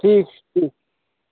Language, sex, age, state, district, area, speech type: Kashmiri, male, 18-30, Jammu and Kashmir, Budgam, rural, conversation